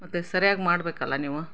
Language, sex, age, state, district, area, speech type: Kannada, female, 45-60, Karnataka, Chikkaballapur, rural, spontaneous